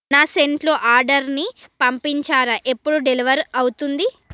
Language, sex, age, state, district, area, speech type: Telugu, female, 45-60, Andhra Pradesh, Srikakulam, rural, read